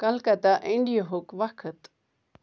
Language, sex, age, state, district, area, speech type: Kashmiri, female, 30-45, Jammu and Kashmir, Ganderbal, rural, read